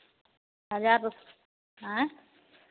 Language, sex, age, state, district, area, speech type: Hindi, female, 45-60, Bihar, Begusarai, urban, conversation